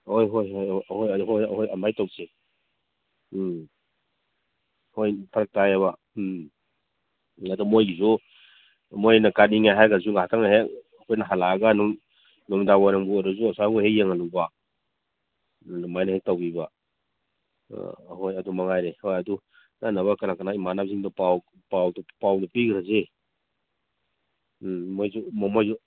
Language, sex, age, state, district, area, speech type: Manipuri, male, 45-60, Manipur, Imphal East, rural, conversation